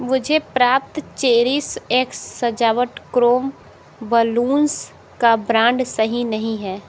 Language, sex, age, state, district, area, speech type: Hindi, female, 18-30, Uttar Pradesh, Sonbhadra, rural, read